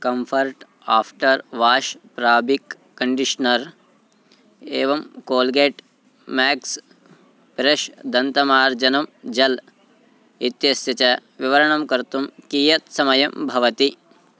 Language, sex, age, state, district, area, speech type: Sanskrit, male, 18-30, Karnataka, Haveri, rural, read